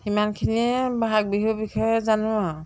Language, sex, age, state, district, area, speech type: Assamese, female, 45-60, Assam, Jorhat, urban, spontaneous